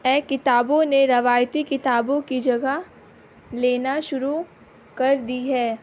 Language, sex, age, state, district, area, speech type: Urdu, female, 18-30, Bihar, Gaya, rural, spontaneous